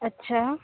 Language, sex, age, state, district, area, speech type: Sindhi, female, 18-30, Rajasthan, Ajmer, urban, conversation